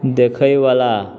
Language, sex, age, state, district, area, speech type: Maithili, male, 18-30, Bihar, Darbhanga, urban, read